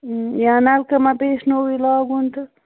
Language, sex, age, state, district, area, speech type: Kashmiri, female, 45-60, Jammu and Kashmir, Baramulla, urban, conversation